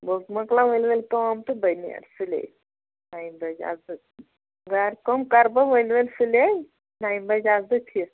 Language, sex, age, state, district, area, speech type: Kashmiri, female, 30-45, Jammu and Kashmir, Bandipora, rural, conversation